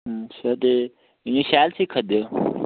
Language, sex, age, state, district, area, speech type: Dogri, male, 18-30, Jammu and Kashmir, Udhampur, rural, conversation